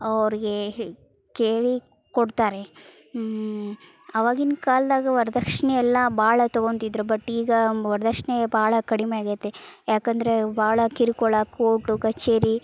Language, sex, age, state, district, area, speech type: Kannada, female, 30-45, Karnataka, Gadag, rural, spontaneous